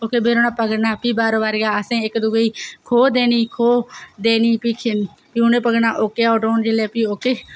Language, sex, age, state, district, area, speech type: Dogri, female, 18-30, Jammu and Kashmir, Reasi, rural, spontaneous